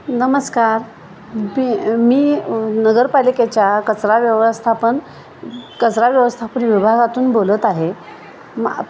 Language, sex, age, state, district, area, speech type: Marathi, female, 60+, Maharashtra, Kolhapur, urban, spontaneous